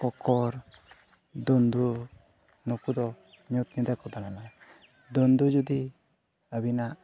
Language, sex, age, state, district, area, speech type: Santali, male, 45-60, Odisha, Mayurbhanj, rural, spontaneous